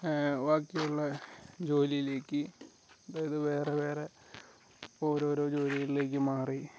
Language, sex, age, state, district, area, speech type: Malayalam, male, 18-30, Kerala, Wayanad, rural, spontaneous